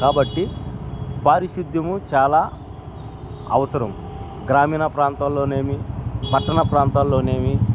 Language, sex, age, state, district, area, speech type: Telugu, male, 45-60, Andhra Pradesh, Guntur, rural, spontaneous